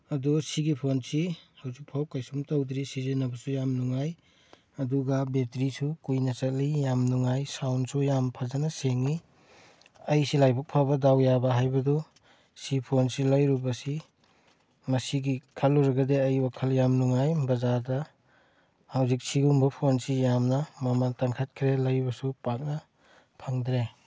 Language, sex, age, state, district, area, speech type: Manipuri, male, 30-45, Manipur, Kakching, rural, spontaneous